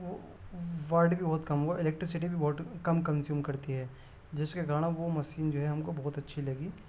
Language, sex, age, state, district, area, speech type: Urdu, male, 18-30, Uttar Pradesh, Gautam Buddha Nagar, urban, spontaneous